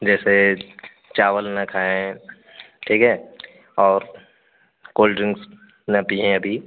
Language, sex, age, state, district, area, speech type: Hindi, male, 18-30, Uttar Pradesh, Azamgarh, rural, conversation